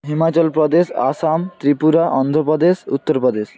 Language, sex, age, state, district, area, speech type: Bengali, male, 18-30, West Bengal, Purba Medinipur, rural, spontaneous